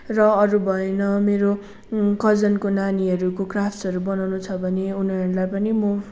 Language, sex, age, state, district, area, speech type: Nepali, female, 18-30, West Bengal, Kalimpong, rural, spontaneous